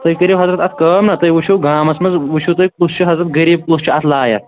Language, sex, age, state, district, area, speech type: Kashmiri, male, 30-45, Jammu and Kashmir, Shopian, rural, conversation